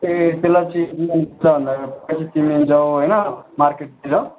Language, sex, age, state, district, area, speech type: Nepali, male, 18-30, West Bengal, Alipurduar, urban, conversation